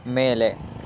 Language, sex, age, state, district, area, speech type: Kannada, male, 18-30, Karnataka, Chitradurga, rural, read